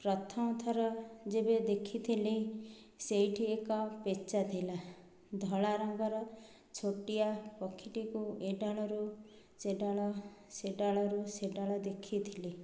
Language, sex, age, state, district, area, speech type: Odia, female, 30-45, Odisha, Dhenkanal, rural, spontaneous